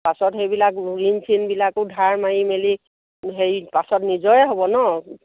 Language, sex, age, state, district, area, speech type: Assamese, female, 60+, Assam, Dibrugarh, rural, conversation